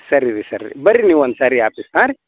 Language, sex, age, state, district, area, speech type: Kannada, male, 30-45, Karnataka, Vijayapura, rural, conversation